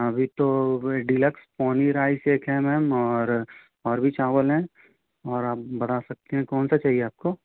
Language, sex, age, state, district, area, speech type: Hindi, male, 30-45, Madhya Pradesh, Betul, urban, conversation